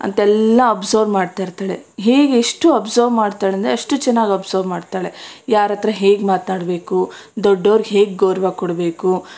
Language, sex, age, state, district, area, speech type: Kannada, female, 30-45, Karnataka, Bangalore Rural, rural, spontaneous